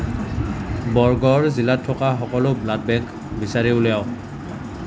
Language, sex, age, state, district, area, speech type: Assamese, male, 18-30, Assam, Nalbari, rural, read